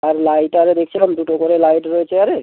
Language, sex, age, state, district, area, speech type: Bengali, male, 18-30, West Bengal, Bankura, urban, conversation